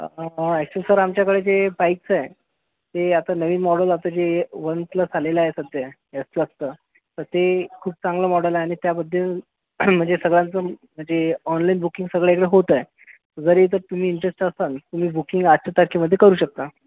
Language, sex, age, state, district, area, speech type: Marathi, male, 18-30, Maharashtra, Akola, rural, conversation